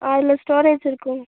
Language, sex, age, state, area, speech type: Tamil, female, 18-30, Tamil Nadu, urban, conversation